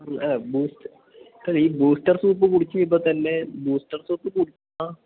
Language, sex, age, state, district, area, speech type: Malayalam, male, 18-30, Kerala, Idukki, rural, conversation